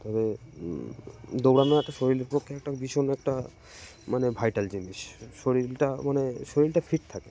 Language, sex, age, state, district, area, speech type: Bengali, male, 30-45, West Bengal, Cooch Behar, urban, spontaneous